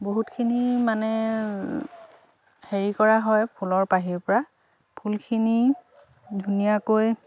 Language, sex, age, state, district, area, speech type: Assamese, female, 30-45, Assam, Dhemaji, urban, spontaneous